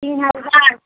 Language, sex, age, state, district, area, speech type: Urdu, female, 30-45, Bihar, Darbhanga, rural, conversation